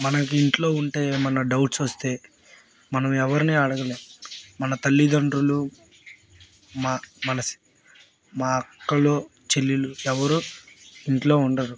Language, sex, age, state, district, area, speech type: Telugu, male, 18-30, Andhra Pradesh, Bapatla, rural, spontaneous